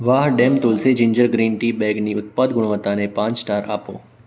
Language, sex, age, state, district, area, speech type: Gujarati, male, 18-30, Gujarat, Mehsana, rural, read